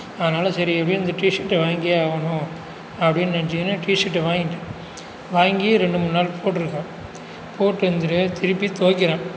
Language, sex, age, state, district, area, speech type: Tamil, male, 45-60, Tamil Nadu, Cuddalore, rural, spontaneous